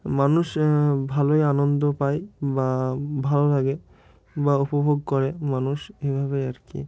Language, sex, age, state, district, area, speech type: Bengali, male, 18-30, West Bengal, Murshidabad, urban, spontaneous